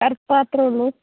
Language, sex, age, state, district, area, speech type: Malayalam, female, 18-30, Kerala, Idukki, rural, conversation